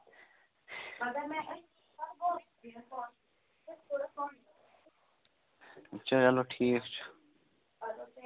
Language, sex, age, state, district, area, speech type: Kashmiri, male, 18-30, Jammu and Kashmir, Budgam, rural, conversation